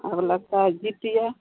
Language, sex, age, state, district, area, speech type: Hindi, female, 45-60, Bihar, Vaishali, rural, conversation